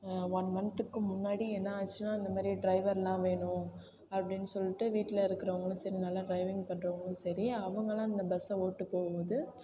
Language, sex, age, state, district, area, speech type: Tamil, female, 18-30, Tamil Nadu, Thanjavur, urban, spontaneous